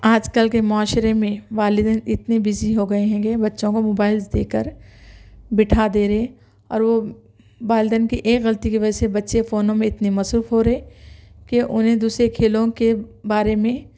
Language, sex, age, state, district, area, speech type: Urdu, male, 30-45, Telangana, Hyderabad, urban, spontaneous